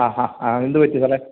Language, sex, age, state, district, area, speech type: Malayalam, male, 45-60, Kerala, Pathanamthitta, rural, conversation